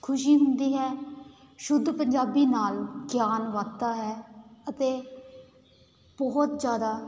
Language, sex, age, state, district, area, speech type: Punjabi, female, 18-30, Punjab, Patiala, urban, spontaneous